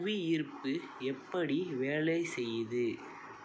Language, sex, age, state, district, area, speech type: Tamil, male, 18-30, Tamil Nadu, Tiruvarur, urban, read